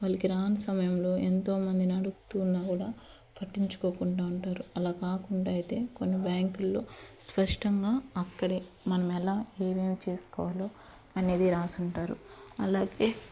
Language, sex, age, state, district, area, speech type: Telugu, female, 30-45, Andhra Pradesh, Eluru, urban, spontaneous